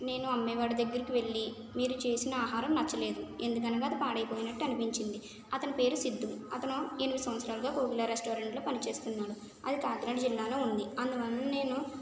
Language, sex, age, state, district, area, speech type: Telugu, female, 30-45, Andhra Pradesh, Konaseema, urban, spontaneous